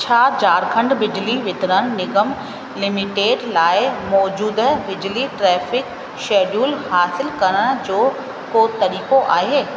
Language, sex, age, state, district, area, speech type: Sindhi, female, 30-45, Rajasthan, Ajmer, rural, read